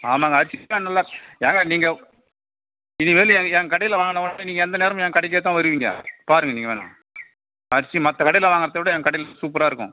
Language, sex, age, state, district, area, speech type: Tamil, male, 45-60, Tamil Nadu, Viluppuram, rural, conversation